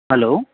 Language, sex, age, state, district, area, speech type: Nepali, male, 30-45, West Bengal, Kalimpong, rural, conversation